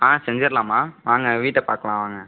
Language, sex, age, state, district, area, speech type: Tamil, male, 18-30, Tamil Nadu, Ariyalur, rural, conversation